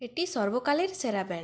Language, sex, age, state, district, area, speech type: Bengali, female, 18-30, West Bengal, Purulia, rural, read